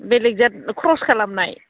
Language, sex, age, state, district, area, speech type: Bodo, female, 45-60, Assam, Baksa, rural, conversation